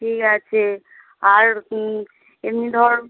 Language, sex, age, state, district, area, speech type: Bengali, male, 30-45, West Bengal, Howrah, urban, conversation